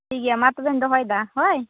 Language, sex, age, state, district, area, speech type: Santali, female, 18-30, West Bengal, Uttar Dinajpur, rural, conversation